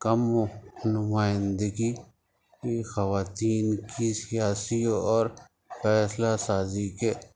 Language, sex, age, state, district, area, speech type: Urdu, male, 45-60, Uttar Pradesh, Rampur, urban, spontaneous